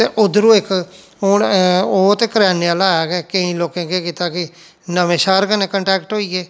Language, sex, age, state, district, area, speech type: Dogri, male, 45-60, Jammu and Kashmir, Jammu, rural, spontaneous